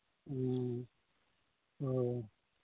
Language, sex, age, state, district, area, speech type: Manipuri, male, 18-30, Manipur, Churachandpur, rural, conversation